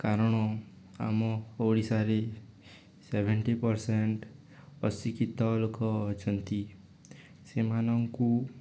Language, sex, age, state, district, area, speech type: Odia, male, 18-30, Odisha, Nuapada, urban, spontaneous